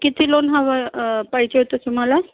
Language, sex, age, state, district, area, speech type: Marathi, female, 60+, Maharashtra, Nagpur, urban, conversation